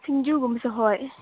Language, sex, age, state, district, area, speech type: Manipuri, female, 18-30, Manipur, Chandel, rural, conversation